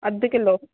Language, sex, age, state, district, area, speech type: Sindhi, female, 18-30, Gujarat, Kutch, rural, conversation